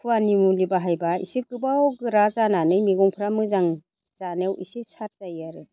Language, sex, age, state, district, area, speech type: Bodo, female, 45-60, Assam, Chirang, rural, spontaneous